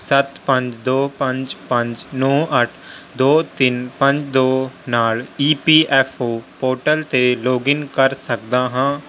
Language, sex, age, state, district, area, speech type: Punjabi, male, 18-30, Punjab, Rupnagar, urban, read